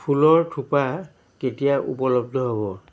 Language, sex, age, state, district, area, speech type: Assamese, male, 60+, Assam, Charaideo, urban, read